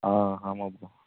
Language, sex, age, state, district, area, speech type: Tamil, male, 30-45, Tamil Nadu, Namakkal, rural, conversation